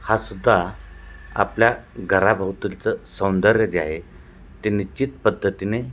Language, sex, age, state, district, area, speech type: Marathi, male, 45-60, Maharashtra, Nashik, urban, spontaneous